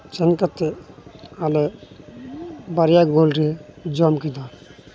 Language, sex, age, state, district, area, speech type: Santali, male, 18-30, West Bengal, Uttar Dinajpur, rural, spontaneous